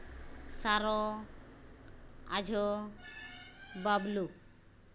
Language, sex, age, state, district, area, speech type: Santali, female, 30-45, Jharkhand, Seraikela Kharsawan, rural, spontaneous